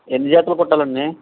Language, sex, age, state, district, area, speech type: Telugu, male, 60+, Andhra Pradesh, Eluru, rural, conversation